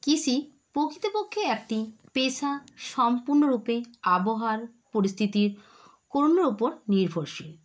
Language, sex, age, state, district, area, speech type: Bengali, female, 60+, West Bengal, Nadia, rural, spontaneous